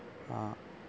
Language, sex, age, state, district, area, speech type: Malayalam, male, 45-60, Kerala, Thiruvananthapuram, rural, spontaneous